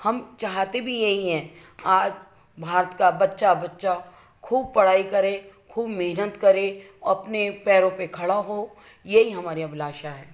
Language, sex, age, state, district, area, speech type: Hindi, female, 60+, Madhya Pradesh, Ujjain, urban, spontaneous